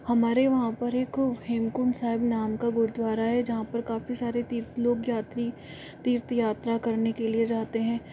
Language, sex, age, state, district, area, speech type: Hindi, female, 45-60, Rajasthan, Jaipur, urban, spontaneous